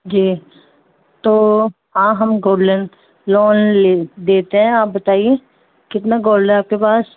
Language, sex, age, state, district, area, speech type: Urdu, female, 30-45, Uttar Pradesh, Muzaffarnagar, urban, conversation